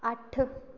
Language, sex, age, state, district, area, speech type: Dogri, male, 18-30, Jammu and Kashmir, Reasi, rural, read